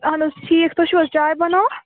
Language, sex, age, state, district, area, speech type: Kashmiri, female, 18-30, Jammu and Kashmir, Bandipora, rural, conversation